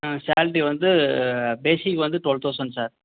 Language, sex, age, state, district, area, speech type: Tamil, male, 18-30, Tamil Nadu, Pudukkottai, rural, conversation